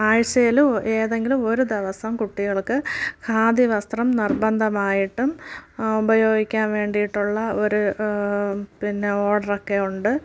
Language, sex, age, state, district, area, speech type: Malayalam, female, 30-45, Kerala, Thiruvananthapuram, rural, spontaneous